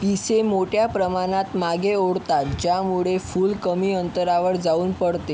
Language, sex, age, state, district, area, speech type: Marathi, male, 45-60, Maharashtra, Yavatmal, urban, read